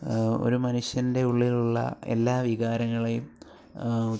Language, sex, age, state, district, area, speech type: Malayalam, male, 18-30, Kerala, Alappuzha, rural, spontaneous